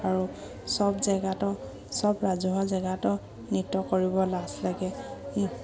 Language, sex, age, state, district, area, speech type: Assamese, female, 30-45, Assam, Dibrugarh, rural, spontaneous